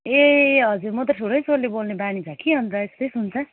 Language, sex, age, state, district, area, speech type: Nepali, female, 30-45, West Bengal, Kalimpong, rural, conversation